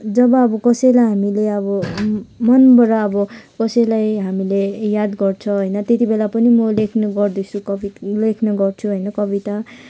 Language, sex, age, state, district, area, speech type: Nepali, female, 18-30, West Bengal, Kalimpong, rural, spontaneous